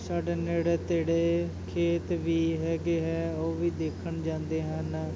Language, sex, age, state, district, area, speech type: Punjabi, male, 18-30, Punjab, Muktsar, urban, spontaneous